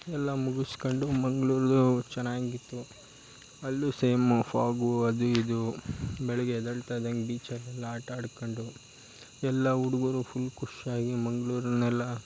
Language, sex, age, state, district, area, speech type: Kannada, male, 18-30, Karnataka, Mysore, rural, spontaneous